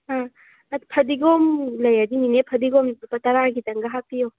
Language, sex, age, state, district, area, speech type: Manipuri, female, 18-30, Manipur, Imphal West, rural, conversation